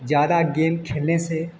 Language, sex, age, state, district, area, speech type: Hindi, male, 30-45, Bihar, Vaishali, urban, spontaneous